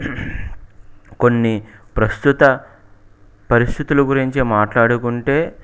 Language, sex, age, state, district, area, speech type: Telugu, male, 30-45, Andhra Pradesh, Palnadu, urban, spontaneous